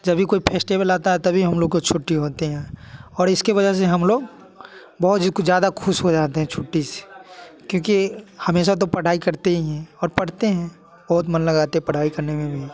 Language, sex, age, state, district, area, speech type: Hindi, male, 18-30, Bihar, Muzaffarpur, urban, spontaneous